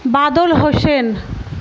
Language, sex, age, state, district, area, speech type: Bengali, female, 30-45, West Bengal, Murshidabad, rural, spontaneous